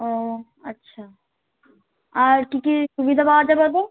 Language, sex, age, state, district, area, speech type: Bengali, female, 18-30, West Bengal, Birbhum, urban, conversation